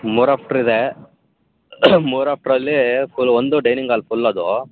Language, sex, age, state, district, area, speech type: Kannada, male, 18-30, Karnataka, Shimoga, urban, conversation